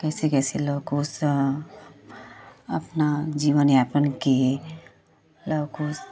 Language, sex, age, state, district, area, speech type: Hindi, female, 30-45, Uttar Pradesh, Chandauli, rural, spontaneous